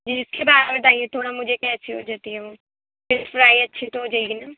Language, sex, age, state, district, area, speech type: Urdu, female, 18-30, Delhi, Central Delhi, urban, conversation